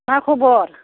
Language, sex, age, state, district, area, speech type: Bodo, female, 60+, Assam, Kokrajhar, urban, conversation